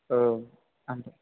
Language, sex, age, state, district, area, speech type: Bodo, male, 18-30, Assam, Chirang, rural, conversation